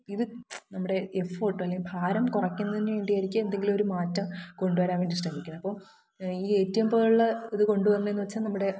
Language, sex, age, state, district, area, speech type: Malayalam, female, 18-30, Kerala, Thiruvananthapuram, rural, spontaneous